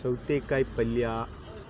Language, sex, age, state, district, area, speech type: Kannada, male, 30-45, Karnataka, Shimoga, rural, spontaneous